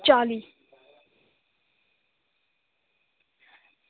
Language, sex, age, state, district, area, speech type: Dogri, female, 30-45, Jammu and Kashmir, Reasi, rural, conversation